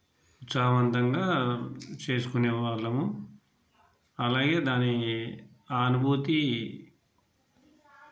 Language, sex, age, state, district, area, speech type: Telugu, male, 30-45, Telangana, Mancherial, rural, spontaneous